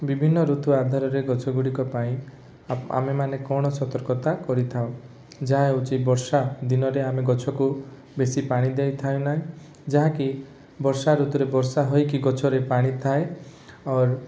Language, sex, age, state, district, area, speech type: Odia, male, 18-30, Odisha, Rayagada, rural, spontaneous